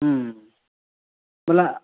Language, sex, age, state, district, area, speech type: Odia, male, 60+, Odisha, Boudh, rural, conversation